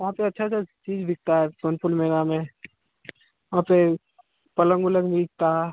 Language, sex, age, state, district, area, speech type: Hindi, male, 18-30, Bihar, Vaishali, rural, conversation